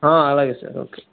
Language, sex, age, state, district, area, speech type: Telugu, male, 18-30, Andhra Pradesh, Chittoor, rural, conversation